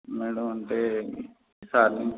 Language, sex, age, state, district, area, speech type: Telugu, male, 30-45, Andhra Pradesh, Konaseema, urban, conversation